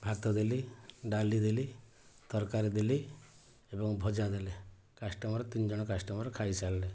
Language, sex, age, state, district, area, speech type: Odia, male, 45-60, Odisha, Balasore, rural, spontaneous